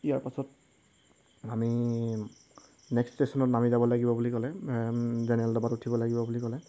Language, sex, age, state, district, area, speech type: Assamese, male, 18-30, Assam, Golaghat, rural, spontaneous